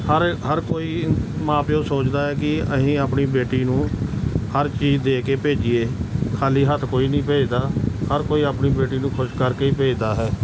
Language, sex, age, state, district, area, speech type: Punjabi, male, 45-60, Punjab, Gurdaspur, urban, spontaneous